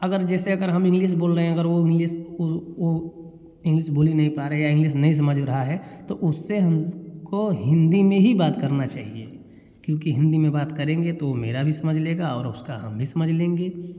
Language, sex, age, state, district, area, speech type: Hindi, male, 30-45, Uttar Pradesh, Jaunpur, rural, spontaneous